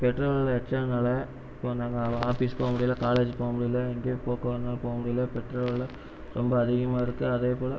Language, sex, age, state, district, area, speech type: Tamil, male, 18-30, Tamil Nadu, Erode, rural, spontaneous